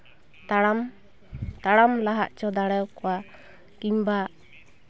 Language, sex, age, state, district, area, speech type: Santali, female, 30-45, West Bengal, Purulia, rural, spontaneous